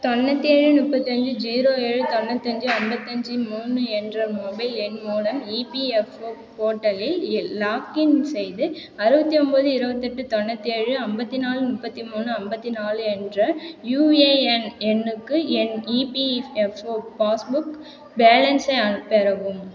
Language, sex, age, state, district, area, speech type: Tamil, female, 18-30, Tamil Nadu, Cuddalore, rural, read